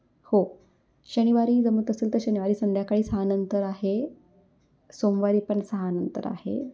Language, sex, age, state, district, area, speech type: Marathi, female, 18-30, Maharashtra, Nashik, urban, spontaneous